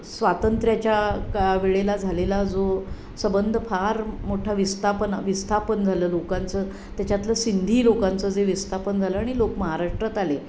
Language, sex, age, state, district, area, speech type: Marathi, female, 60+, Maharashtra, Sangli, urban, spontaneous